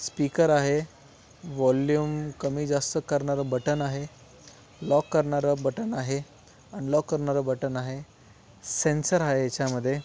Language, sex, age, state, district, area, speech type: Marathi, male, 30-45, Maharashtra, Thane, urban, spontaneous